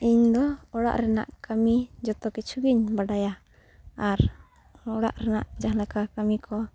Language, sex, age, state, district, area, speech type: Santali, female, 30-45, Jharkhand, Seraikela Kharsawan, rural, spontaneous